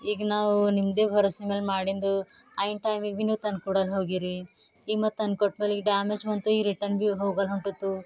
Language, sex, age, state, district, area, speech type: Kannada, female, 18-30, Karnataka, Bidar, rural, spontaneous